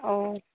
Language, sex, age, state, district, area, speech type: Assamese, female, 30-45, Assam, Charaideo, rural, conversation